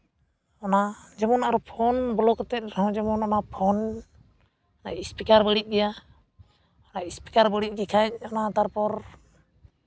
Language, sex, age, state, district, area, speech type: Santali, male, 18-30, West Bengal, Uttar Dinajpur, rural, spontaneous